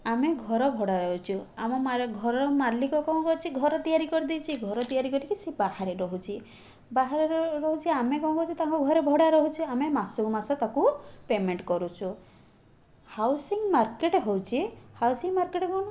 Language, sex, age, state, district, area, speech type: Odia, female, 30-45, Odisha, Puri, urban, spontaneous